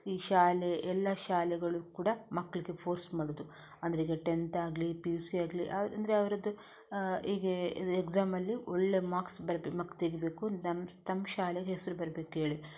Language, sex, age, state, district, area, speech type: Kannada, female, 30-45, Karnataka, Shimoga, rural, spontaneous